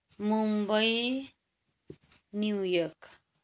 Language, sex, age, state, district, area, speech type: Nepali, female, 30-45, West Bengal, Kalimpong, rural, spontaneous